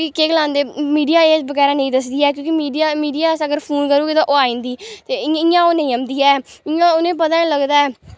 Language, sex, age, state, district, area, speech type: Dogri, female, 30-45, Jammu and Kashmir, Udhampur, urban, spontaneous